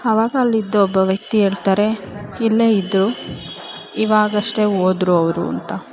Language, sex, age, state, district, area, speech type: Kannada, female, 30-45, Karnataka, Chamarajanagar, rural, spontaneous